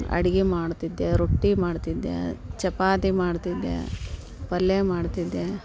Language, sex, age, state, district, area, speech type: Kannada, female, 30-45, Karnataka, Dharwad, rural, spontaneous